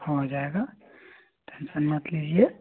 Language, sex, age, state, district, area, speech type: Hindi, male, 18-30, Uttar Pradesh, Azamgarh, rural, conversation